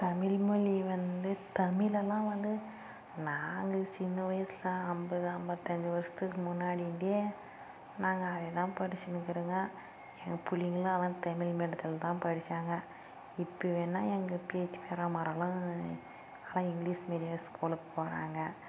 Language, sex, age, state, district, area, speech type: Tamil, female, 60+, Tamil Nadu, Dharmapuri, rural, spontaneous